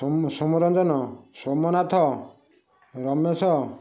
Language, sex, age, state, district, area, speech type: Odia, male, 45-60, Odisha, Kendujhar, urban, spontaneous